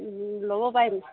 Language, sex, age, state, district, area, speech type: Assamese, female, 60+, Assam, Morigaon, rural, conversation